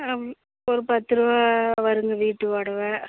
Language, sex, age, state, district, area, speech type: Tamil, female, 45-60, Tamil Nadu, Namakkal, rural, conversation